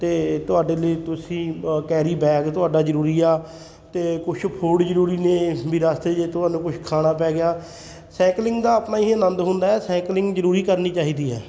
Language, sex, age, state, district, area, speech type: Punjabi, male, 30-45, Punjab, Fatehgarh Sahib, rural, spontaneous